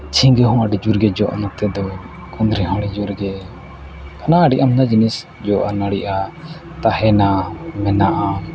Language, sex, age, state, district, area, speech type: Santali, male, 30-45, Jharkhand, East Singhbhum, rural, spontaneous